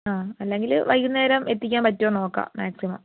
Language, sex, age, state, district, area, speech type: Malayalam, female, 18-30, Kerala, Kozhikode, rural, conversation